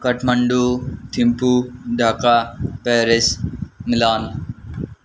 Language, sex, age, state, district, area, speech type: Nepali, male, 45-60, West Bengal, Darjeeling, rural, spontaneous